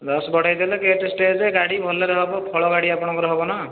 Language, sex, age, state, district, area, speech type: Odia, male, 30-45, Odisha, Khordha, rural, conversation